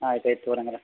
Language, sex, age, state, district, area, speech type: Kannada, male, 45-60, Karnataka, Belgaum, rural, conversation